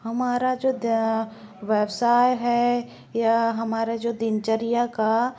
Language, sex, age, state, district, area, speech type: Hindi, female, 60+, Madhya Pradesh, Bhopal, rural, spontaneous